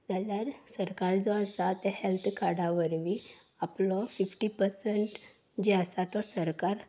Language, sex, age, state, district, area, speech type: Goan Konkani, female, 18-30, Goa, Salcete, urban, spontaneous